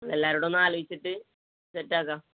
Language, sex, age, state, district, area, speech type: Malayalam, male, 18-30, Kerala, Malappuram, rural, conversation